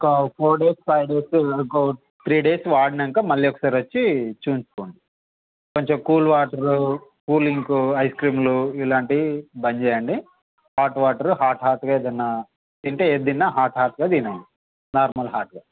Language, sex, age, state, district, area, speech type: Telugu, male, 30-45, Telangana, Peddapalli, rural, conversation